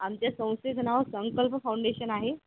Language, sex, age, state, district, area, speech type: Marathi, female, 30-45, Maharashtra, Akola, urban, conversation